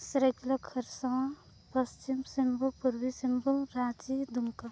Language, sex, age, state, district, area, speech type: Santali, female, 18-30, Jharkhand, Seraikela Kharsawan, rural, spontaneous